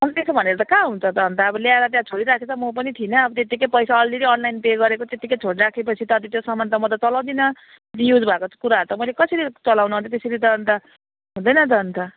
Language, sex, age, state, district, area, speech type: Nepali, female, 30-45, West Bengal, Jalpaiguri, rural, conversation